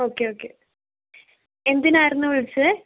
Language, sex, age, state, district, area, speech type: Malayalam, female, 18-30, Kerala, Kannur, urban, conversation